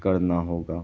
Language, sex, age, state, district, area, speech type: Urdu, male, 18-30, Bihar, Saharsa, rural, spontaneous